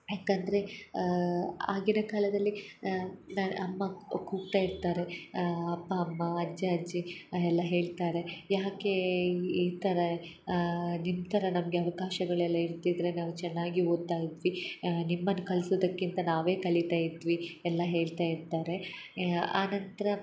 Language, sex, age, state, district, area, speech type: Kannada, female, 18-30, Karnataka, Hassan, urban, spontaneous